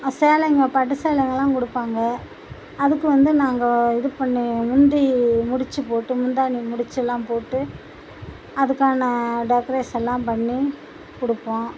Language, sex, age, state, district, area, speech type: Tamil, female, 60+, Tamil Nadu, Tiruchirappalli, rural, spontaneous